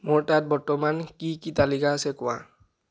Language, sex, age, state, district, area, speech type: Assamese, male, 18-30, Assam, Biswanath, rural, read